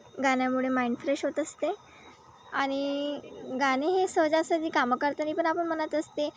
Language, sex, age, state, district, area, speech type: Marathi, female, 18-30, Maharashtra, Wardha, rural, spontaneous